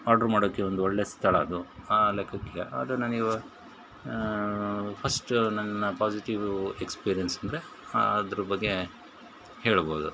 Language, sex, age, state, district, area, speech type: Kannada, male, 60+, Karnataka, Shimoga, rural, spontaneous